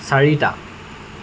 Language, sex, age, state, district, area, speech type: Assamese, male, 18-30, Assam, Jorhat, urban, read